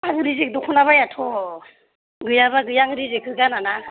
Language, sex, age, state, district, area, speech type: Bodo, female, 45-60, Assam, Kokrajhar, urban, conversation